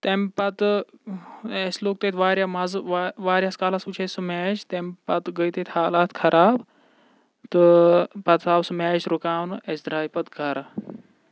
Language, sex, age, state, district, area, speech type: Kashmiri, male, 45-60, Jammu and Kashmir, Kulgam, rural, spontaneous